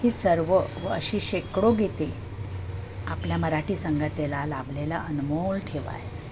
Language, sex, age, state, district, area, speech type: Marathi, female, 60+, Maharashtra, Thane, urban, spontaneous